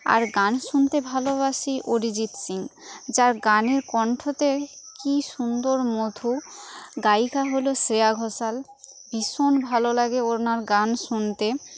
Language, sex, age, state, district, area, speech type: Bengali, female, 30-45, West Bengal, Paschim Medinipur, rural, spontaneous